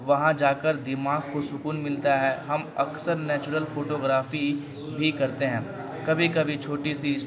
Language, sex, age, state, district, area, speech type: Urdu, male, 18-30, Bihar, Darbhanga, urban, spontaneous